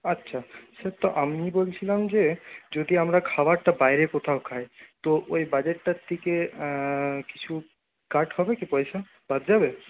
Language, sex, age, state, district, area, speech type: Bengali, male, 30-45, West Bengal, Purulia, urban, conversation